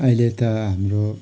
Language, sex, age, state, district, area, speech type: Nepali, male, 45-60, West Bengal, Kalimpong, rural, spontaneous